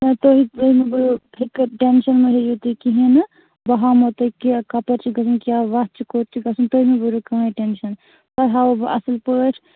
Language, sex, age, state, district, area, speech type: Kashmiri, female, 30-45, Jammu and Kashmir, Baramulla, rural, conversation